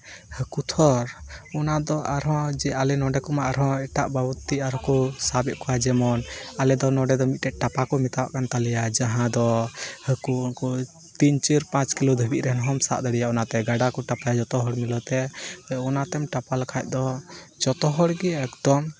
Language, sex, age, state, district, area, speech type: Santali, male, 18-30, West Bengal, Uttar Dinajpur, rural, spontaneous